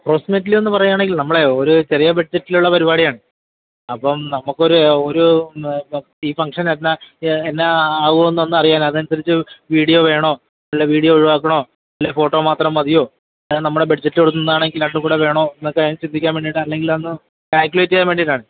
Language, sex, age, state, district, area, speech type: Malayalam, male, 30-45, Kerala, Alappuzha, urban, conversation